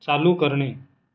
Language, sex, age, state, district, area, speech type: Marathi, male, 30-45, Maharashtra, Raigad, rural, read